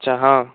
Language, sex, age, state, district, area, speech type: Marathi, male, 18-30, Maharashtra, Wardha, urban, conversation